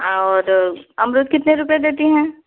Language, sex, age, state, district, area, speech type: Hindi, female, 18-30, Uttar Pradesh, Prayagraj, rural, conversation